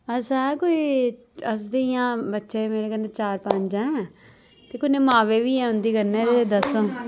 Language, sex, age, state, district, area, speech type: Dogri, female, 18-30, Jammu and Kashmir, Jammu, rural, spontaneous